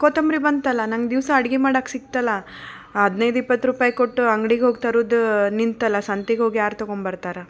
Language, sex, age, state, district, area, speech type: Kannada, female, 30-45, Karnataka, Koppal, rural, spontaneous